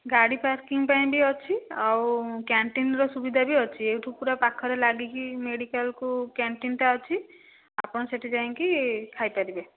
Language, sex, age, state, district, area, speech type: Odia, female, 18-30, Odisha, Jajpur, rural, conversation